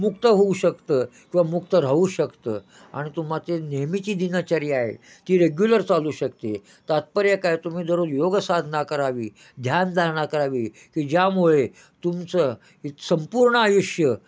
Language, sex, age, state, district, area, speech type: Marathi, male, 60+, Maharashtra, Kolhapur, urban, spontaneous